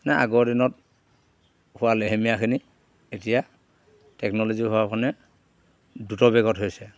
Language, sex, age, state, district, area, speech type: Assamese, male, 45-60, Assam, Dhemaji, urban, spontaneous